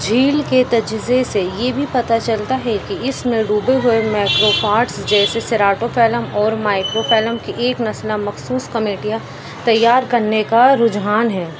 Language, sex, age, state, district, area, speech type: Urdu, female, 18-30, Delhi, East Delhi, urban, read